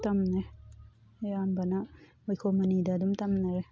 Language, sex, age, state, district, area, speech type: Manipuri, female, 18-30, Manipur, Thoubal, rural, spontaneous